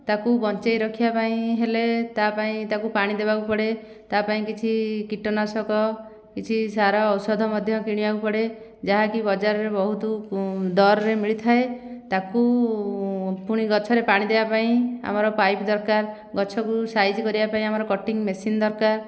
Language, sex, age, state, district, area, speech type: Odia, female, 30-45, Odisha, Dhenkanal, rural, spontaneous